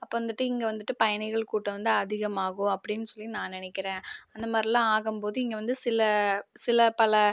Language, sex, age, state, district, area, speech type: Tamil, female, 18-30, Tamil Nadu, Erode, rural, spontaneous